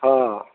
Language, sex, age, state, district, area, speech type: Odia, male, 60+, Odisha, Balangir, urban, conversation